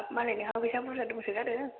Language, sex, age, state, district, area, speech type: Bodo, female, 18-30, Assam, Chirang, urban, conversation